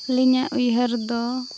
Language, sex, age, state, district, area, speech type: Santali, female, 30-45, Jharkhand, Seraikela Kharsawan, rural, spontaneous